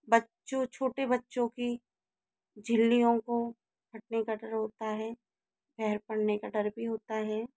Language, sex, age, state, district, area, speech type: Hindi, female, 18-30, Rajasthan, Karauli, rural, spontaneous